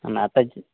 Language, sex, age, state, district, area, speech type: Marathi, male, 30-45, Maharashtra, Hingoli, urban, conversation